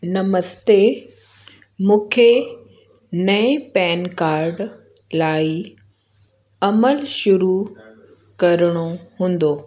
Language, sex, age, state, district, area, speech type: Sindhi, female, 45-60, Uttar Pradesh, Lucknow, urban, read